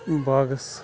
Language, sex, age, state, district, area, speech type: Kashmiri, male, 30-45, Jammu and Kashmir, Bandipora, rural, spontaneous